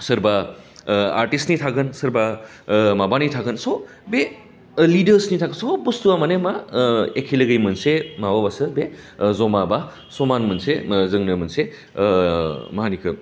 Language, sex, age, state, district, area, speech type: Bodo, male, 30-45, Assam, Baksa, urban, spontaneous